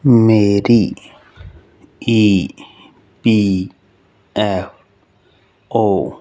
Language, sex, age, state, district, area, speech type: Punjabi, male, 30-45, Punjab, Fazilka, rural, read